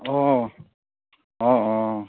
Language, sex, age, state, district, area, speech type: Assamese, male, 18-30, Assam, Dibrugarh, urban, conversation